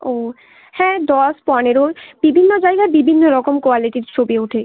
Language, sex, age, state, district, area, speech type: Bengali, female, 18-30, West Bengal, Bankura, urban, conversation